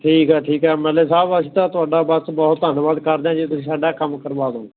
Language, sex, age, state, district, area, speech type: Punjabi, male, 30-45, Punjab, Ludhiana, rural, conversation